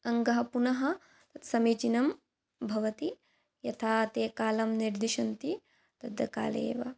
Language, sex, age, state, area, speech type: Sanskrit, female, 18-30, Assam, rural, spontaneous